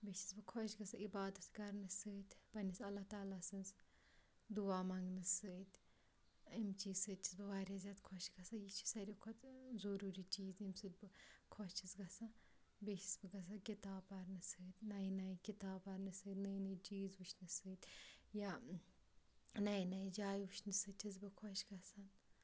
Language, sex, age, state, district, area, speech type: Kashmiri, female, 18-30, Jammu and Kashmir, Kupwara, rural, spontaneous